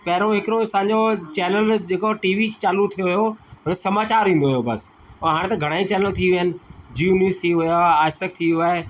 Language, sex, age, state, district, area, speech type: Sindhi, male, 45-60, Delhi, South Delhi, urban, spontaneous